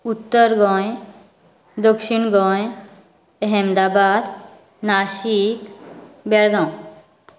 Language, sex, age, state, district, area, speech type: Goan Konkani, female, 18-30, Goa, Canacona, rural, spontaneous